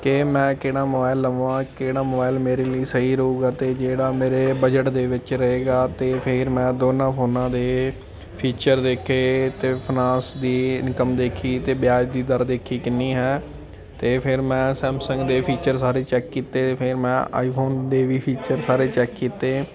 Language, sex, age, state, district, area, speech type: Punjabi, male, 18-30, Punjab, Ludhiana, urban, spontaneous